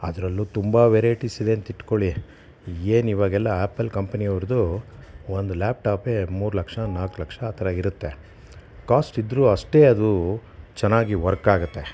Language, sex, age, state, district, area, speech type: Kannada, male, 60+, Karnataka, Bangalore Urban, urban, spontaneous